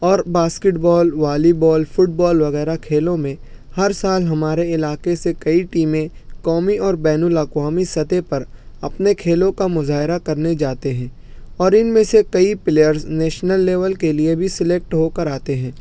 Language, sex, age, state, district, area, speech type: Urdu, male, 60+, Maharashtra, Nashik, rural, spontaneous